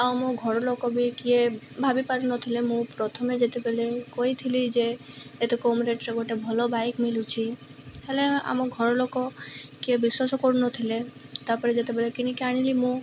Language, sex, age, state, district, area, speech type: Odia, female, 18-30, Odisha, Malkangiri, urban, spontaneous